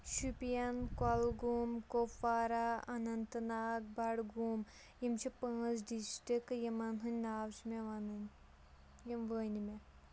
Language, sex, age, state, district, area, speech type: Kashmiri, female, 18-30, Jammu and Kashmir, Shopian, rural, spontaneous